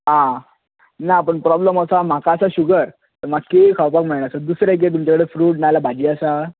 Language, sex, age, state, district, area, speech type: Goan Konkani, male, 18-30, Goa, Bardez, urban, conversation